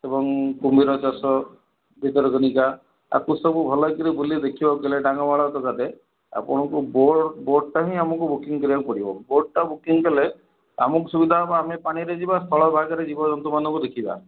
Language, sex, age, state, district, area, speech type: Odia, male, 45-60, Odisha, Kendrapara, urban, conversation